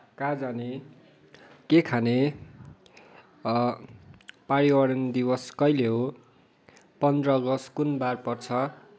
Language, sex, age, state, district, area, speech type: Nepali, male, 18-30, West Bengal, Kalimpong, rural, spontaneous